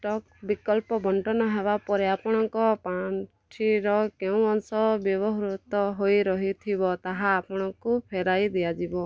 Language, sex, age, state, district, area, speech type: Odia, female, 18-30, Odisha, Kalahandi, rural, read